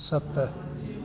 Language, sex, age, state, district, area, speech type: Sindhi, male, 60+, Delhi, South Delhi, urban, read